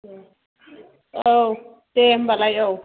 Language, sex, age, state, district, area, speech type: Bodo, female, 30-45, Assam, Chirang, urban, conversation